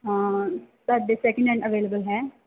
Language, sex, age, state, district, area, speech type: Punjabi, female, 18-30, Punjab, Firozpur, urban, conversation